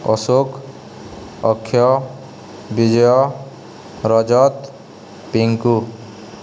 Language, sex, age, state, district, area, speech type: Odia, male, 18-30, Odisha, Balangir, urban, spontaneous